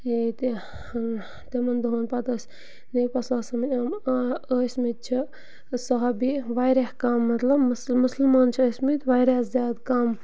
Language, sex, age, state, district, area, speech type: Kashmiri, female, 18-30, Jammu and Kashmir, Bandipora, rural, spontaneous